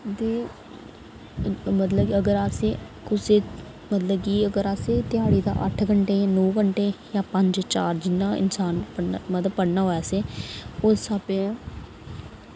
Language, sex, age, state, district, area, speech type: Dogri, female, 18-30, Jammu and Kashmir, Reasi, rural, spontaneous